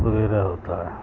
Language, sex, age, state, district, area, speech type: Urdu, male, 60+, Bihar, Supaul, rural, spontaneous